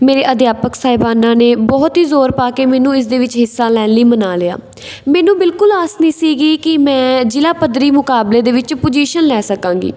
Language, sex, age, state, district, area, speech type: Punjabi, female, 18-30, Punjab, Patiala, rural, spontaneous